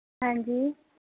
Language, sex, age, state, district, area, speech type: Punjabi, female, 45-60, Punjab, Mohali, rural, conversation